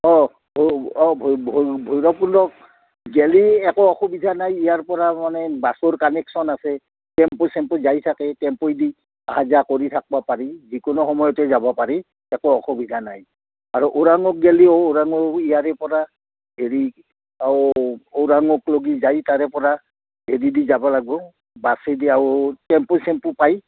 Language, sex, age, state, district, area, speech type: Assamese, male, 60+, Assam, Udalguri, urban, conversation